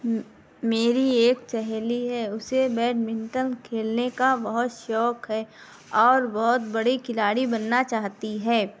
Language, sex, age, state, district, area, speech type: Urdu, female, 18-30, Uttar Pradesh, Shahjahanpur, urban, spontaneous